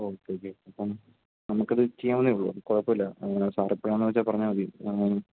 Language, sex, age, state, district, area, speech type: Malayalam, male, 18-30, Kerala, Idukki, rural, conversation